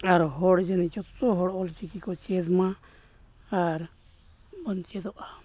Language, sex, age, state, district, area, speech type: Santali, male, 45-60, Jharkhand, East Singhbhum, rural, spontaneous